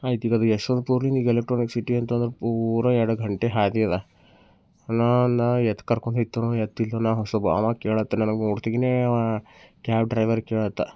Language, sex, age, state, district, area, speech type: Kannada, male, 18-30, Karnataka, Bidar, urban, spontaneous